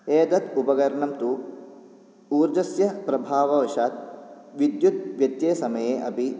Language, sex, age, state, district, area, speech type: Sanskrit, male, 18-30, Kerala, Kottayam, urban, spontaneous